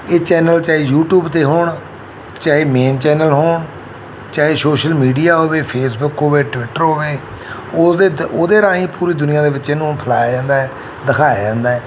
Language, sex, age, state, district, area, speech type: Punjabi, male, 45-60, Punjab, Mansa, urban, spontaneous